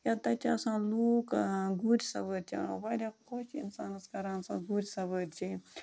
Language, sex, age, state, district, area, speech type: Kashmiri, female, 30-45, Jammu and Kashmir, Budgam, rural, spontaneous